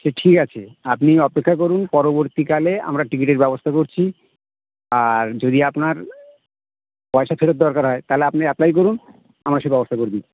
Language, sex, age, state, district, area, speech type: Bengali, male, 30-45, West Bengal, Birbhum, urban, conversation